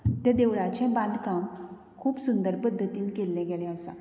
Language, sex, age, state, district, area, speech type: Goan Konkani, female, 30-45, Goa, Canacona, rural, spontaneous